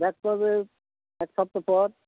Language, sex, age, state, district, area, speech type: Bengali, male, 45-60, West Bengal, Dakshin Dinajpur, rural, conversation